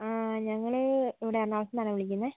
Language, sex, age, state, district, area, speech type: Malayalam, female, 18-30, Kerala, Wayanad, rural, conversation